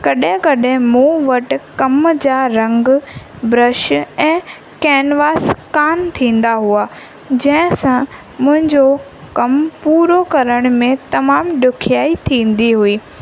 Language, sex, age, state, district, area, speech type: Sindhi, female, 18-30, Rajasthan, Ajmer, urban, spontaneous